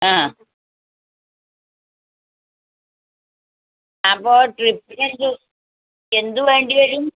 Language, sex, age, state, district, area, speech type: Malayalam, female, 60+, Kerala, Malappuram, rural, conversation